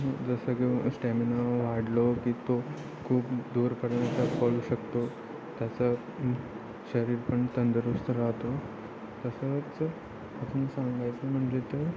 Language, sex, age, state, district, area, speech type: Marathi, male, 18-30, Maharashtra, Ratnagiri, rural, spontaneous